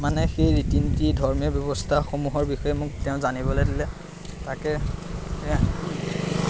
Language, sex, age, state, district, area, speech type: Assamese, male, 18-30, Assam, Majuli, urban, spontaneous